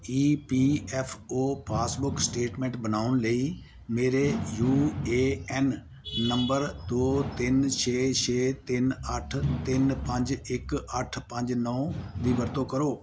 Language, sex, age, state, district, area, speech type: Punjabi, male, 60+, Punjab, Pathankot, rural, read